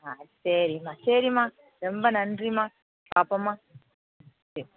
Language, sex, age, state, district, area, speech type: Tamil, female, 30-45, Tamil Nadu, Thoothukudi, urban, conversation